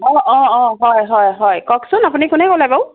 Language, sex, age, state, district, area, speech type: Assamese, female, 30-45, Assam, Jorhat, urban, conversation